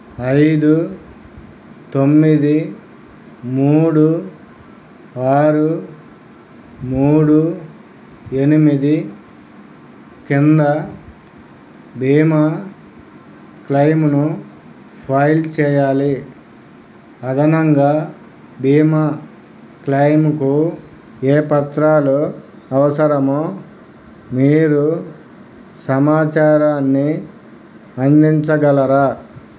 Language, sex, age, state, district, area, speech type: Telugu, male, 60+, Andhra Pradesh, Krishna, urban, read